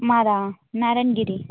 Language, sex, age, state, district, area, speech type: Telugu, female, 30-45, Telangana, Hanamkonda, rural, conversation